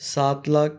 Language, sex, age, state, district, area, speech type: Urdu, male, 30-45, Telangana, Hyderabad, urban, spontaneous